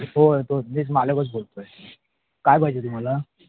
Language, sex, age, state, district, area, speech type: Marathi, male, 30-45, Maharashtra, Ratnagiri, urban, conversation